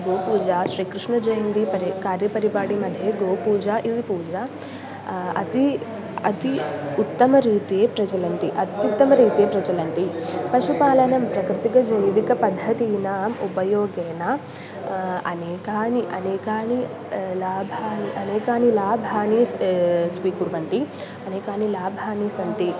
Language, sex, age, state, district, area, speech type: Sanskrit, female, 18-30, Kerala, Malappuram, rural, spontaneous